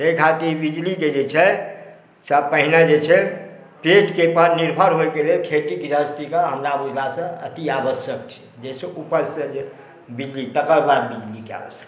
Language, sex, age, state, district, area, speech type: Maithili, male, 45-60, Bihar, Supaul, urban, spontaneous